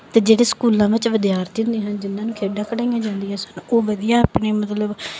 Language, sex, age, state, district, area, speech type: Punjabi, female, 30-45, Punjab, Bathinda, rural, spontaneous